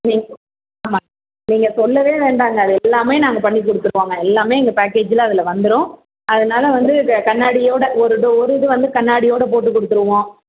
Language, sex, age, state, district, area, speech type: Tamil, female, 30-45, Tamil Nadu, Tiruppur, urban, conversation